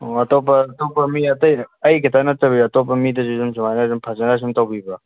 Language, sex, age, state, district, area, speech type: Manipuri, male, 18-30, Manipur, Kangpokpi, urban, conversation